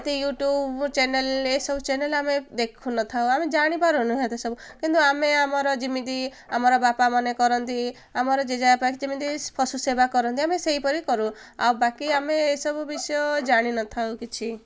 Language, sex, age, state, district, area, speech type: Odia, female, 18-30, Odisha, Ganjam, urban, spontaneous